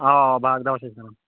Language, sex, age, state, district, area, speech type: Kashmiri, male, 18-30, Jammu and Kashmir, Kulgam, rural, conversation